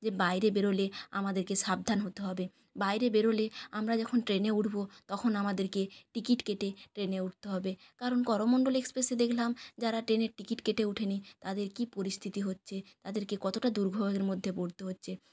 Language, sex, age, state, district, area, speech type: Bengali, female, 30-45, West Bengal, Jhargram, rural, spontaneous